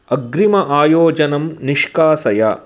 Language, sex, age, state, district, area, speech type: Sanskrit, male, 30-45, Karnataka, Mysore, urban, read